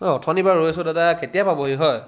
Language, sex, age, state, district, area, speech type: Assamese, male, 60+, Assam, Charaideo, rural, spontaneous